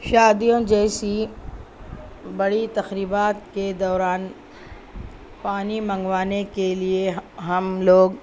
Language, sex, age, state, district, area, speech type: Urdu, female, 30-45, Telangana, Hyderabad, urban, spontaneous